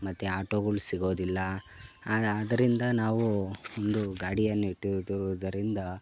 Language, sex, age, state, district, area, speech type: Kannada, male, 18-30, Karnataka, Chikkaballapur, rural, spontaneous